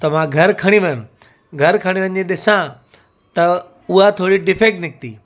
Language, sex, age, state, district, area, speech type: Sindhi, male, 45-60, Gujarat, Surat, urban, spontaneous